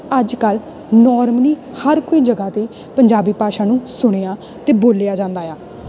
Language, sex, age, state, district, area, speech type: Punjabi, female, 18-30, Punjab, Tarn Taran, rural, spontaneous